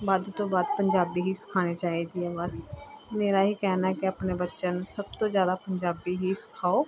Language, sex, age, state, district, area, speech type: Punjabi, female, 30-45, Punjab, Pathankot, rural, spontaneous